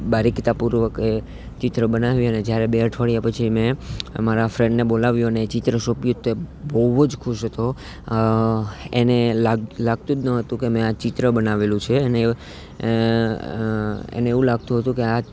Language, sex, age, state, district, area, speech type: Gujarati, male, 18-30, Gujarat, Junagadh, urban, spontaneous